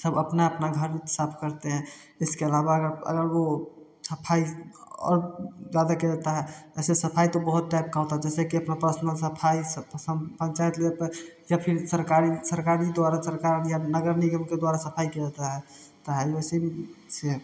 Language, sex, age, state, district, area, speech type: Hindi, male, 18-30, Bihar, Samastipur, urban, spontaneous